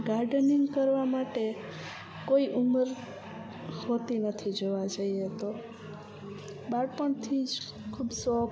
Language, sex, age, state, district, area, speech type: Gujarati, female, 18-30, Gujarat, Kutch, rural, spontaneous